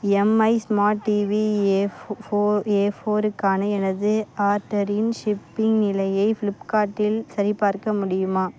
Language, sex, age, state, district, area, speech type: Tamil, female, 18-30, Tamil Nadu, Vellore, urban, read